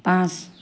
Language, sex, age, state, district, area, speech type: Assamese, female, 60+, Assam, Charaideo, rural, read